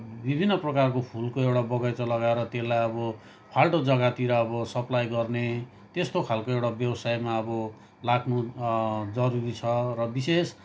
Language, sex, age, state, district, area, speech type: Nepali, male, 30-45, West Bengal, Kalimpong, rural, spontaneous